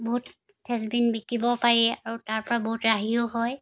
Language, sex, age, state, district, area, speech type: Assamese, female, 60+, Assam, Dibrugarh, rural, spontaneous